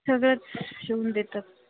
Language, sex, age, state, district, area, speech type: Marathi, female, 30-45, Maharashtra, Buldhana, rural, conversation